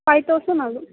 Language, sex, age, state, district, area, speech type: Tamil, female, 18-30, Tamil Nadu, Mayiladuthurai, urban, conversation